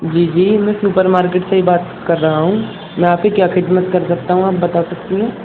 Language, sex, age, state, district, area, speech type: Urdu, male, 18-30, Delhi, East Delhi, urban, conversation